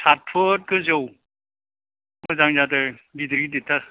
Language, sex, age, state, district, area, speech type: Bodo, male, 60+, Assam, Kokrajhar, rural, conversation